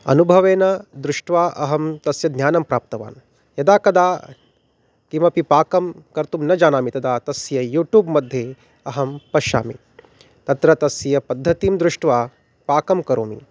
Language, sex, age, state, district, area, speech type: Sanskrit, male, 30-45, Maharashtra, Nagpur, urban, spontaneous